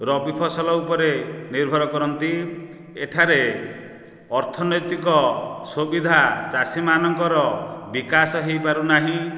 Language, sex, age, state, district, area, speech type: Odia, male, 45-60, Odisha, Nayagarh, rural, spontaneous